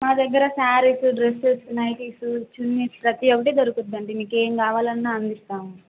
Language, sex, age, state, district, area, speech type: Telugu, female, 18-30, Andhra Pradesh, Kadapa, rural, conversation